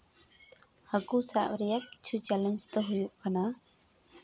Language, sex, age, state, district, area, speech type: Santali, female, 18-30, West Bengal, Uttar Dinajpur, rural, spontaneous